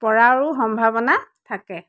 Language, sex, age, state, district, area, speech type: Assamese, female, 30-45, Assam, Dhemaji, rural, spontaneous